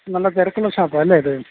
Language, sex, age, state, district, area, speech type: Malayalam, male, 30-45, Kerala, Ernakulam, rural, conversation